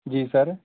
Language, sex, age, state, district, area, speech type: Punjabi, male, 18-30, Punjab, Gurdaspur, rural, conversation